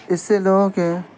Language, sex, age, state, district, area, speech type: Urdu, male, 18-30, Bihar, Saharsa, rural, spontaneous